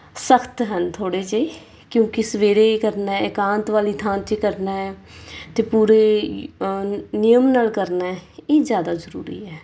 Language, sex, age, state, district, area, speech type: Punjabi, female, 30-45, Punjab, Mansa, urban, spontaneous